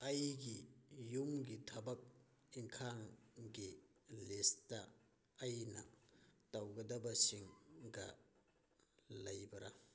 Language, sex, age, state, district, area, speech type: Manipuri, male, 30-45, Manipur, Thoubal, rural, read